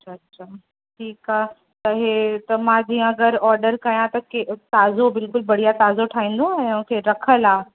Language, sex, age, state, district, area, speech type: Sindhi, female, 18-30, Uttar Pradesh, Lucknow, rural, conversation